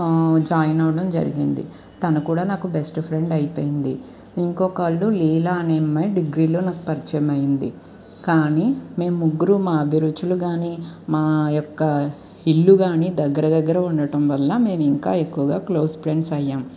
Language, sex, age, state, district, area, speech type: Telugu, female, 30-45, Andhra Pradesh, Guntur, urban, spontaneous